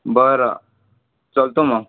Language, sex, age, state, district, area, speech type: Marathi, male, 18-30, Maharashtra, Amravati, rural, conversation